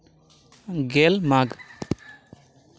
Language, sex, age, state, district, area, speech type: Santali, male, 18-30, Jharkhand, East Singhbhum, rural, spontaneous